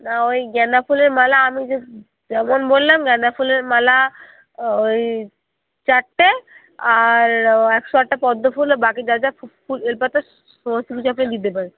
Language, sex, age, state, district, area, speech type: Bengali, female, 30-45, West Bengal, Paschim Bardhaman, urban, conversation